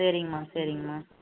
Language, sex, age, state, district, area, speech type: Tamil, female, 18-30, Tamil Nadu, Namakkal, rural, conversation